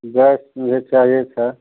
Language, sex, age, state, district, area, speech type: Hindi, male, 45-60, Uttar Pradesh, Chandauli, urban, conversation